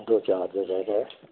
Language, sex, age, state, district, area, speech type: Punjabi, male, 60+, Punjab, Fazilka, rural, conversation